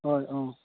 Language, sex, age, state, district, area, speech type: Assamese, male, 18-30, Assam, Sivasagar, rural, conversation